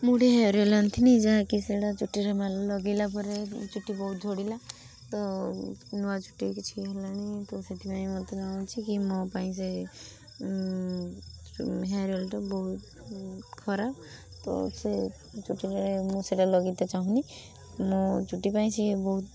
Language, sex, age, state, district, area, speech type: Odia, female, 18-30, Odisha, Balasore, rural, spontaneous